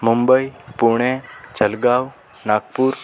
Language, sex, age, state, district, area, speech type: Gujarati, male, 18-30, Gujarat, Rajkot, rural, spontaneous